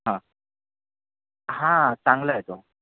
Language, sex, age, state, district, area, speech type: Marathi, male, 18-30, Maharashtra, Sindhudurg, rural, conversation